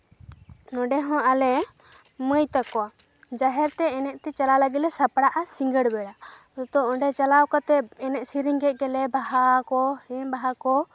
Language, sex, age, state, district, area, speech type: Santali, female, 18-30, West Bengal, Purulia, rural, spontaneous